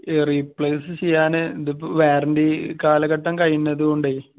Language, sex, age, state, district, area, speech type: Malayalam, male, 30-45, Kerala, Malappuram, rural, conversation